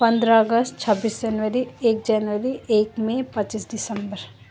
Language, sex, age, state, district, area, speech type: Nepali, female, 30-45, West Bengal, Jalpaiguri, rural, spontaneous